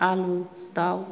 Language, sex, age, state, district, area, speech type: Bodo, female, 60+, Assam, Kokrajhar, rural, spontaneous